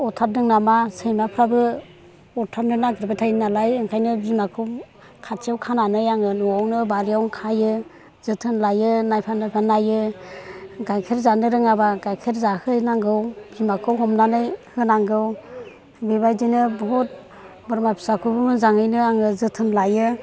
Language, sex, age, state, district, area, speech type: Bodo, female, 60+, Assam, Chirang, rural, spontaneous